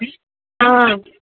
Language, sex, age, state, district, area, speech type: Telugu, female, 18-30, Telangana, Karimnagar, urban, conversation